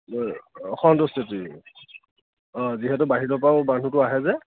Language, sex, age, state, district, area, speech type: Assamese, male, 30-45, Assam, Lakhimpur, rural, conversation